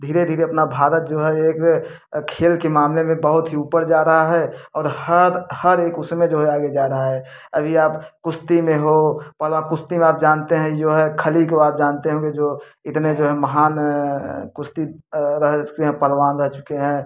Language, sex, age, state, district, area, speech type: Hindi, male, 30-45, Uttar Pradesh, Prayagraj, urban, spontaneous